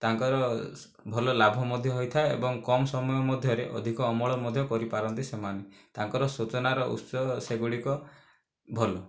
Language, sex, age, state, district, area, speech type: Odia, male, 18-30, Odisha, Kandhamal, rural, spontaneous